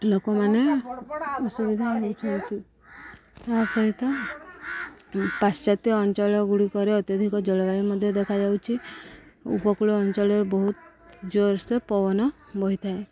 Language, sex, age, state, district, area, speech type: Odia, female, 45-60, Odisha, Subarnapur, urban, spontaneous